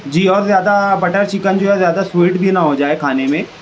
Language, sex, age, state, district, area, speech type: Urdu, male, 18-30, Maharashtra, Nashik, urban, spontaneous